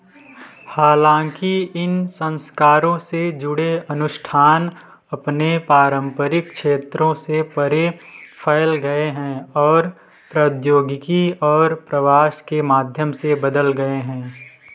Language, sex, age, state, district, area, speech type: Hindi, male, 18-30, Uttar Pradesh, Prayagraj, urban, read